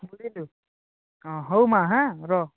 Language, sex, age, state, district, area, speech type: Odia, male, 18-30, Odisha, Kalahandi, rural, conversation